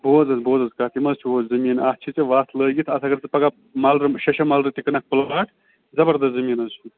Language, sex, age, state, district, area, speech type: Kashmiri, male, 30-45, Jammu and Kashmir, Bandipora, rural, conversation